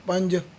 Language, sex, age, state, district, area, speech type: Punjabi, male, 60+, Punjab, Bathinda, urban, read